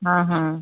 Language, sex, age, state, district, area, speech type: Hindi, female, 60+, Uttar Pradesh, Ghazipur, urban, conversation